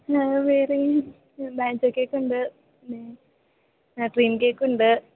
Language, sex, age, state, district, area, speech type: Malayalam, female, 18-30, Kerala, Idukki, rural, conversation